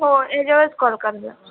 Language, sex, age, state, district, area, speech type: Marathi, female, 18-30, Maharashtra, Buldhana, rural, conversation